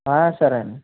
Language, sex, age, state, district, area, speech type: Telugu, male, 18-30, Andhra Pradesh, Konaseema, rural, conversation